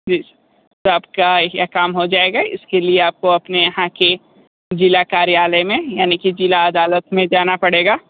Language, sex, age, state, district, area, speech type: Hindi, male, 30-45, Uttar Pradesh, Sonbhadra, rural, conversation